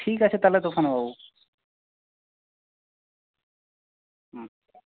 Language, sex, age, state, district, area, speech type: Bengali, male, 45-60, West Bengal, Jhargram, rural, conversation